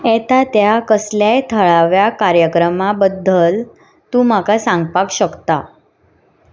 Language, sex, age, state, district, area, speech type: Goan Konkani, female, 18-30, Goa, Ponda, rural, read